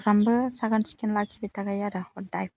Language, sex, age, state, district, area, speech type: Bodo, female, 30-45, Assam, Baksa, rural, spontaneous